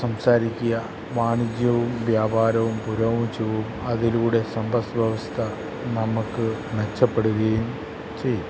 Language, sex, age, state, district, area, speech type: Malayalam, male, 45-60, Kerala, Kottayam, urban, spontaneous